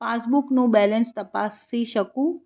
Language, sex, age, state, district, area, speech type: Gujarati, female, 45-60, Gujarat, Anand, urban, read